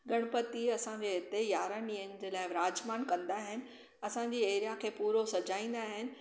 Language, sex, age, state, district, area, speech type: Sindhi, female, 45-60, Maharashtra, Thane, urban, spontaneous